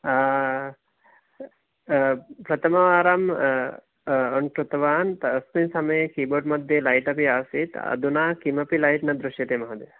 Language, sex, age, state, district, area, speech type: Sanskrit, male, 18-30, Karnataka, Mysore, rural, conversation